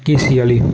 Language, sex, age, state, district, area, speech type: Dogri, male, 18-30, Jammu and Kashmir, Samba, urban, spontaneous